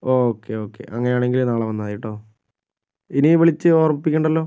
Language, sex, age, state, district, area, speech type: Malayalam, female, 30-45, Kerala, Kozhikode, urban, spontaneous